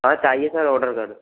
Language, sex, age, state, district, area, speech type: Hindi, male, 18-30, Rajasthan, Bharatpur, rural, conversation